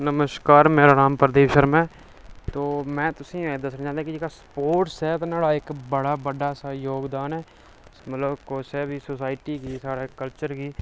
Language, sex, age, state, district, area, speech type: Dogri, male, 30-45, Jammu and Kashmir, Udhampur, urban, spontaneous